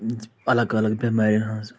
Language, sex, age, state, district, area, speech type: Kashmiri, male, 30-45, Jammu and Kashmir, Anantnag, rural, spontaneous